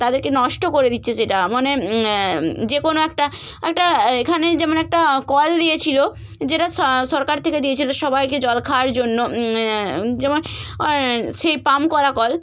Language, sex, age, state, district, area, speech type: Bengali, female, 18-30, West Bengal, Hooghly, urban, spontaneous